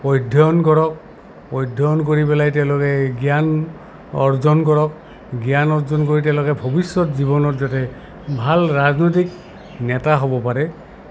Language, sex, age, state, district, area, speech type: Assamese, male, 60+, Assam, Goalpara, urban, spontaneous